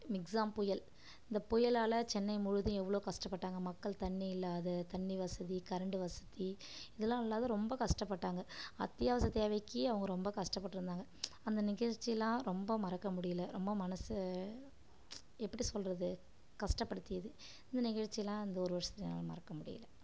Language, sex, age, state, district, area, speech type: Tamil, female, 30-45, Tamil Nadu, Kallakurichi, rural, spontaneous